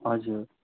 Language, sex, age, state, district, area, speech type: Nepali, male, 18-30, West Bengal, Darjeeling, rural, conversation